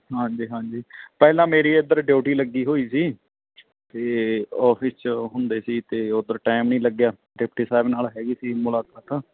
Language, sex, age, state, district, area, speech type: Punjabi, male, 18-30, Punjab, Mansa, rural, conversation